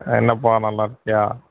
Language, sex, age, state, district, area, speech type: Tamil, male, 45-60, Tamil Nadu, Pudukkottai, rural, conversation